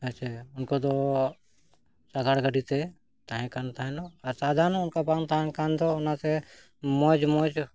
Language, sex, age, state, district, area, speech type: Santali, male, 45-60, Jharkhand, Bokaro, rural, spontaneous